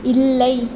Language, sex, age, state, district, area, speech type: Tamil, female, 18-30, Tamil Nadu, Mayiladuthurai, rural, read